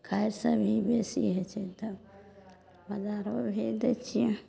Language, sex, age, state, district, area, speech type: Maithili, female, 60+, Bihar, Madhepura, rural, spontaneous